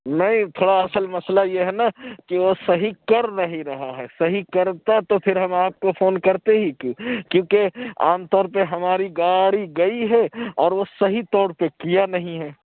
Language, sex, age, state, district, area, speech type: Urdu, male, 60+, Uttar Pradesh, Lucknow, urban, conversation